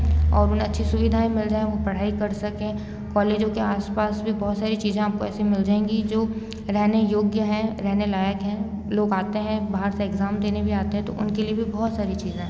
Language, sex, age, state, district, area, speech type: Hindi, female, 18-30, Rajasthan, Jodhpur, urban, spontaneous